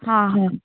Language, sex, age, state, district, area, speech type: Marathi, female, 18-30, Maharashtra, Nagpur, urban, conversation